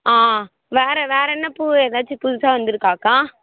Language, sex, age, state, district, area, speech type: Tamil, female, 18-30, Tamil Nadu, Vellore, urban, conversation